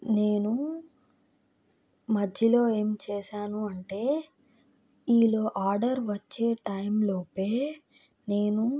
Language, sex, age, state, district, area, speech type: Telugu, female, 18-30, Andhra Pradesh, Krishna, rural, spontaneous